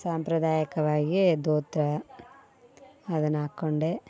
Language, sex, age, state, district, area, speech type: Kannada, female, 18-30, Karnataka, Vijayanagara, rural, spontaneous